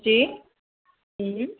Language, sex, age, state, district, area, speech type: Sindhi, female, 18-30, Gujarat, Kutch, urban, conversation